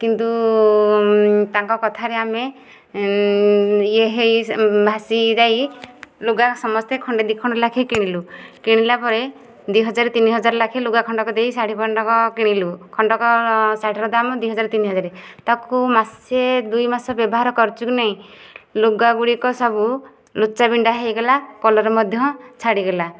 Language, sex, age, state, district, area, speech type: Odia, female, 30-45, Odisha, Nayagarh, rural, spontaneous